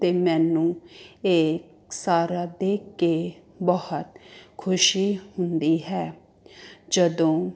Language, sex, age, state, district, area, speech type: Punjabi, female, 30-45, Punjab, Ludhiana, urban, spontaneous